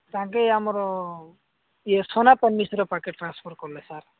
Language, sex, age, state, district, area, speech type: Odia, male, 45-60, Odisha, Nabarangpur, rural, conversation